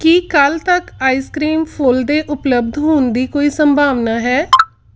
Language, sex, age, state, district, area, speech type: Punjabi, female, 45-60, Punjab, Tarn Taran, urban, read